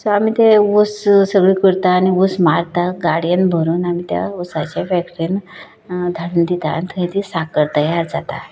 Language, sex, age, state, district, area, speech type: Goan Konkani, female, 30-45, Goa, Canacona, rural, spontaneous